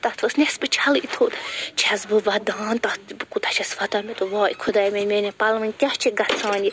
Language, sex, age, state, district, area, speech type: Kashmiri, female, 18-30, Jammu and Kashmir, Bandipora, rural, spontaneous